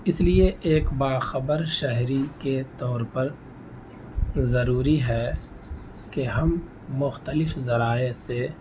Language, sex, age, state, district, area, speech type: Urdu, male, 18-30, Delhi, North East Delhi, rural, spontaneous